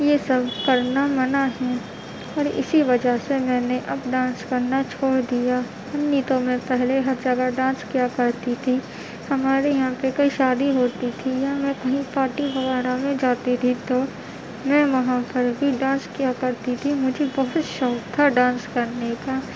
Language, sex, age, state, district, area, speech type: Urdu, female, 18-30, Uttar Pradesh, Gautam Buddha Nagar, urban, spontaneous